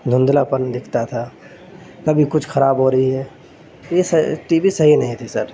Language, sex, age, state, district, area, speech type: Urdu, male, 30-45, Uttar Pradesh, Gautam Buddha Nagar, rural, spontaneous